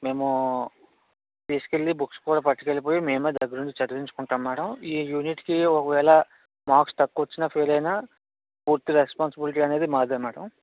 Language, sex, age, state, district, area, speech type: Telugu, male, 60+, Andhra Pradesh, Vizianagaram, rural, conversation